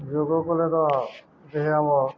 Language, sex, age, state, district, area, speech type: Odia, male, 30-45, Odisha, Balangir, urban, spontaneous